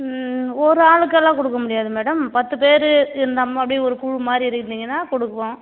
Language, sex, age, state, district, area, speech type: Tamil, female, 30-45, Tamil Nadu, Tiruvannamalai, rural, conversation